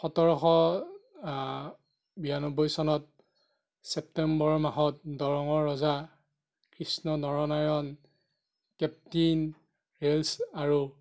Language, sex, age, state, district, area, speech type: Assamese, male, 30-45, Assam, Darrang, rural, spontaneous